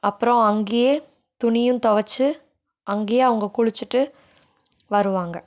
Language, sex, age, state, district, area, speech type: Tamil, female, 18-30, Tamil Nadu, Coimbatore, rural, spontaneous